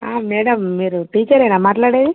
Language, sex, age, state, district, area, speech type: Telugu, female, 45-60, Andhra Pradesh, Visakhapatnam, urban, conversation